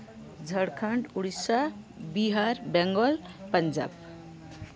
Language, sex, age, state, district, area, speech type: Santali, female, 30-45, West Bengal, Malda, rural, spontaneous